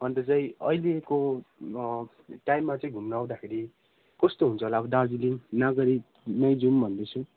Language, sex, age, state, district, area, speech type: Nepali, male, 18-30, West Bengal, Darjeeling, rural, conversation